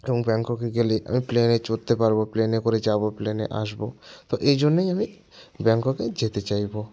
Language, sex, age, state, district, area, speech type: Bengali, male, 30-45, West Bengal, Jalpaiguri, rural, spontaneous